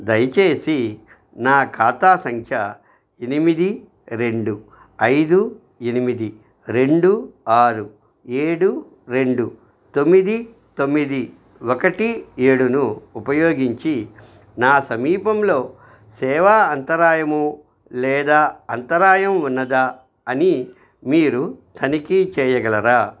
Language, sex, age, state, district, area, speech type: Telugu, male, 45-60, Andhra Pradesh, Krishna, rural, read